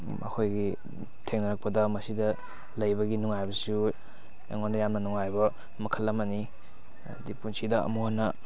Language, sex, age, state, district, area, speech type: Manipuri, male, 18-30, Manipur, Kakching, rural, spontaneous